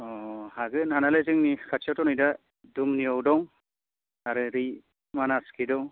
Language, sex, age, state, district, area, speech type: Bodo, male, 30-45, Assam, Baksa, urban, conversation